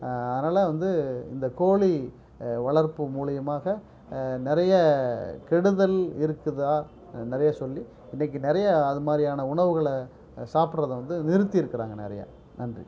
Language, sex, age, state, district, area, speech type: Tamil, male, 45-60, Tamil Nadu, Perambalur, urban, spontaneous